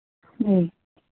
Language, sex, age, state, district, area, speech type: Hindi, female, 45-60, Uttar Pradesh, Lucknow, rural, conversation